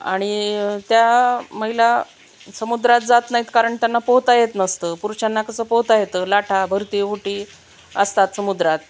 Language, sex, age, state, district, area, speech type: Marathi, female, 45-60, Maharashtra, Osmanabad, rural, spontaneous